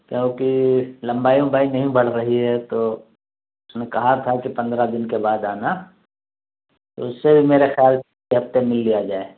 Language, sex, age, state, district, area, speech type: Urdu, male, 30-45, Delhi, New Delhi, urban, conversation